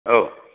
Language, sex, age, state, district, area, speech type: Bodo, male, 60+, Assam, Chirang, rural, conversation